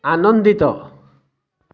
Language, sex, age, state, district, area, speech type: Odia, male, 60+, Odisha, Bargarh, rural, read